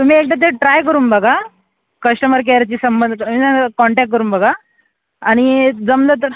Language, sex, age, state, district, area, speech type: Marathi, male, 18-30, Maharashtra, Thane, urban, conversation